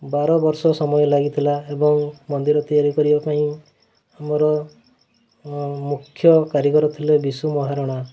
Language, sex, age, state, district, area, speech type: Odia, male, 30-45, Odisha, Mayurbhanj, rural, spontaneous